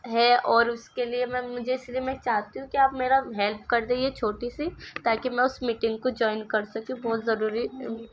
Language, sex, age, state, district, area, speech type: Urdu, female, 18-30, Uttar Pradesh, Ghaziabad, rural, spontaneous